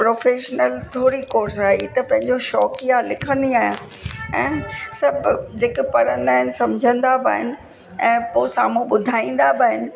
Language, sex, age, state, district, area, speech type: Sindhi, female, 60+, Uttar Pradesh, Lucknow, rural, spontaneous